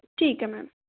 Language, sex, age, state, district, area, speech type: Punjabi, female, 18-30, Punjab, Gurdaspur, rural, conversation